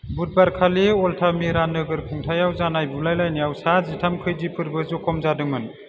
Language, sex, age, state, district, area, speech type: Bodo, male, 30-45, Assam, Chirang, urban, read